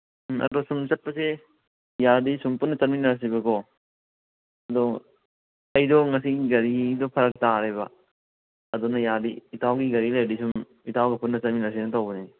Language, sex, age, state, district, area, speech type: Manipuri, male, 18-30, Manipur, Thoubal, rural, conversation